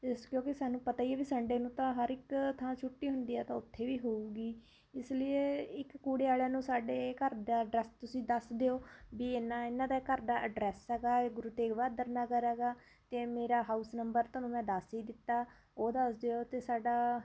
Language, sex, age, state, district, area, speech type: Punjabi, female, 30-45, Punjab, Barnala, rural, spontaneous